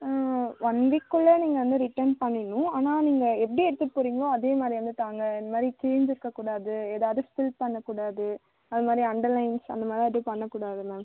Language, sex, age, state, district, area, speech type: Tamil, female, 18-30, Tamil Nadu, Cuddalore, urban, conversation